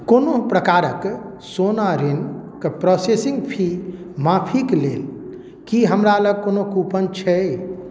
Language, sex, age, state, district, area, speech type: Maithili, male, 45-60, Bihar, Madhubani, urban, read